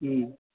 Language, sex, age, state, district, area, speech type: Kannada, male, 45-60, Karnataka, Ramanagara, rural, conversation